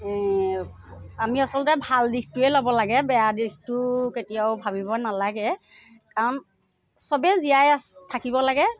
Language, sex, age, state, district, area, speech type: Assamese, female, 45-60, Assam, Sivasagar, urban, spontaneous